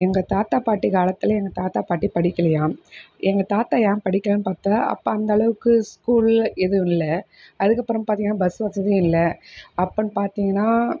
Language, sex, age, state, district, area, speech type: Tamil, female, 30-45, Tamil Nadu, Viluppuram, urban, spontaneous